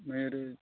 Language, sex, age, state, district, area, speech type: Goan Konkani, male, 30-45, Goa, Quepem, rural, conversation